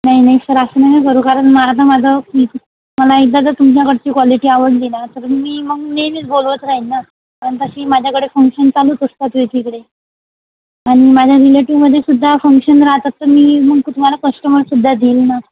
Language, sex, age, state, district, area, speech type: Marathi, female, 18-30, Maharashtra, Washim, urban, conversation